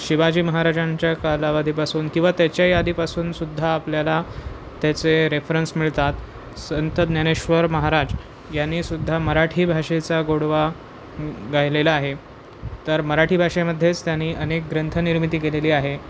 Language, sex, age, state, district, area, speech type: Marathi, male, 18-30, Maharashtra, Pune, urban, spontaneous